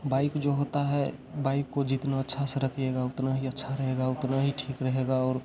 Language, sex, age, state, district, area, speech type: Hindi, male, 18-30, Bihar, Begusarai, urban, spontaneous